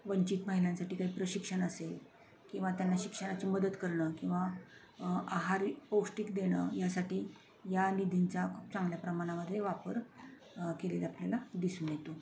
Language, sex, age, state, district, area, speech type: Marathi, female, 45-60, Maharashtra, Satara, urban, spontaneous